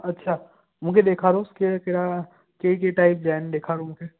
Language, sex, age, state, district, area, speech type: Sindhi, male, 18-30, Gujarat, Kutch, rural, conversation